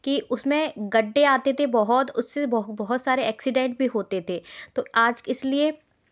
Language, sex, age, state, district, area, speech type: Hindi, female, 18-30, Madhya Pradesh, Gwalior, urban, spontaneous